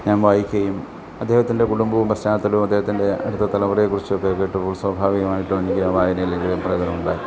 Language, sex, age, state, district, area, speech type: Malayalam, male, 60+, Kerala, Alappuzha, rural, spontaneous